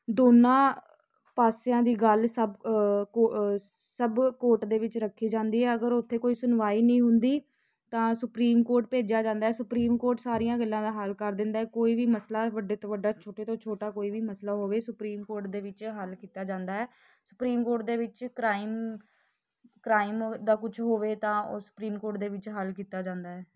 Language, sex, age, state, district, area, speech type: Punjabi, female, 18-30, Punjab, Ludhiana, urban, spontaneous